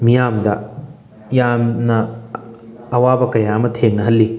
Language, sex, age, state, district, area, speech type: Manipuri, male, 30-45, Manipur, Thoubal, rural, spontaneous